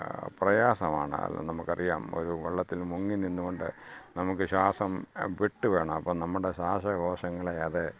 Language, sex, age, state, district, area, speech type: Malayalam, male, 60+, Kerala, Pathanamthitta, rural, spontaneous